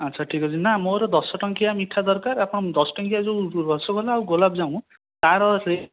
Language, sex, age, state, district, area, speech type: Odia, male, 18-30, Odisha, Jajpur, rural, conversation